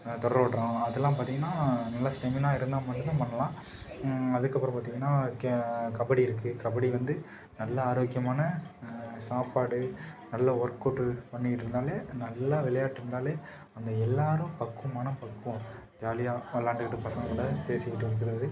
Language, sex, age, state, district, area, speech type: Tamil, male, 18-30, Tamil Nadu, Nagapattinam, rural, spontaneous